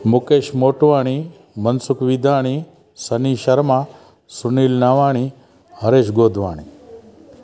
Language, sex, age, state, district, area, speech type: Sindhi, male, 60+, Gujarat, Junagadh, rural, spontaneous